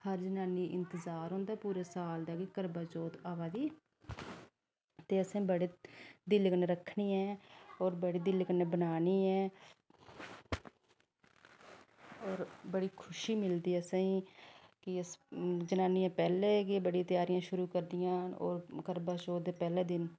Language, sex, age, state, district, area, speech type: Dogri, female, 30-45, Jammu and Kashmir, Reasi, rural, spontaneous